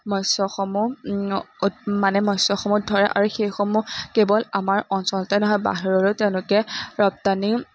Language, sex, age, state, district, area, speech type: Assamese, female, 18-30, Assam, Majuli, urban, spontaneous